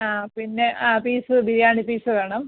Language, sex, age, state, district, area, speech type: Malayalam, female, 45-60, Kerala, Alappuzha, rural, conversation